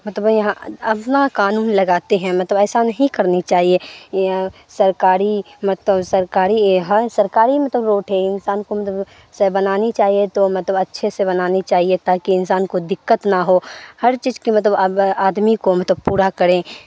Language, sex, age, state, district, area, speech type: Urdu, female, 18-30, Bihar, Supaul, rural, spontaneous